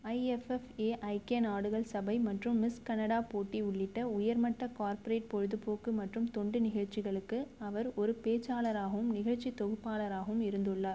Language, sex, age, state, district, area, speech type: Tamil, female, 18-30, Tamil Nadu, Viluppuram, rural, read